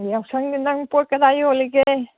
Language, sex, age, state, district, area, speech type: Manipuri, female, 60+, Manipur, Kangpokpi, urban, conversation